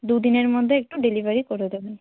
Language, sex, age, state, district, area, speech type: Bengali, female, 18-30, West Bengal, Jalpaiguri, rural, conversation